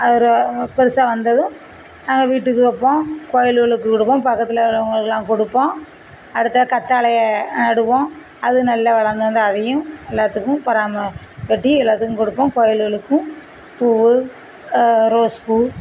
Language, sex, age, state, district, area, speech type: Tamil, female, 45-60, Tamil Nadu, Thoothukudi, rural, spontaneous